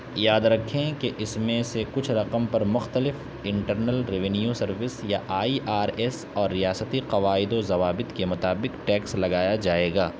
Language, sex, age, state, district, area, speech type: Urdu, male, 18-30, Uttar Pradesh, Saharanpur, urban, read